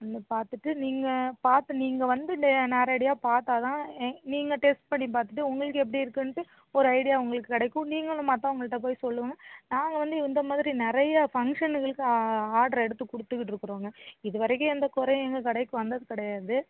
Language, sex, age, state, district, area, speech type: Tamil, female, 45-60, Tamil Nadu, Thoothukudi, urban, conversation